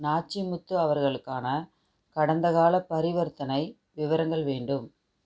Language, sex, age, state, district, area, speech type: Tamil, female, 30-45, Tamil Nadu, Tiruchirappalli, rural, read